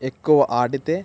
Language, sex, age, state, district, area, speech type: Telugu, male, 18-30, Andhra Pradesh, West Godavari, rural, spontaneous